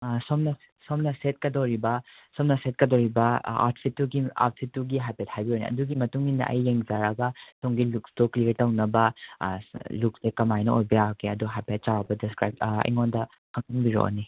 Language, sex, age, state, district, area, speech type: Manipuri, male, 45-60, Manipur, Imphal West, urban, conversation